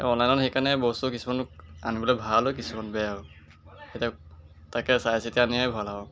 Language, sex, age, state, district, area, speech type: Assamese, male, 18-30, Assam, Jorhat, urban, spontaneous